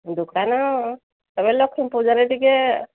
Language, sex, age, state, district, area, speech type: Odia, female, 60+, Odisha, Angul, rural, conversation